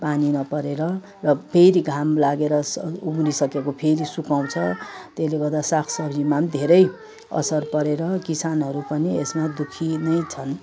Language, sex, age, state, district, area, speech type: Nepali, female, 60+, West Bengal, Kalimpong, rural, spontaneous